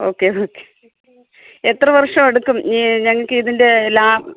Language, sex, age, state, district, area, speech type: Malayalam, female, 45-60, Kerala, Thiruvananthapuram, rural, conversation